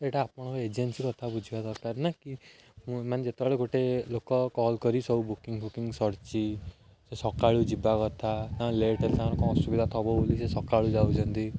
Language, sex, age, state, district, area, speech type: Odia, male, 18-30, Odisha, Jagatsinghpur, rural, spontaneous